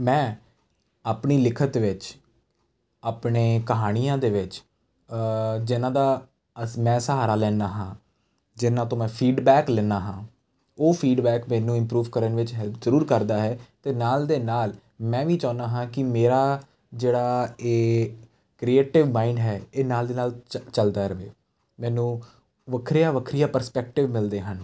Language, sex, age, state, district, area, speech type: Punjabi, male, 18-30, Punjab, Jalandhar, urban, spontaneous